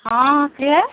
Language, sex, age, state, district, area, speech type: Odia, female, 45-60, Odisha, Angul, rural, conversation